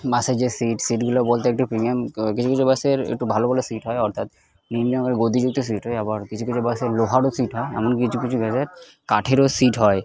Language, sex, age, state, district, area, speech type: Bengali, male, 30-45, West Bengal, Purba Bardhaman, urban, spontaneous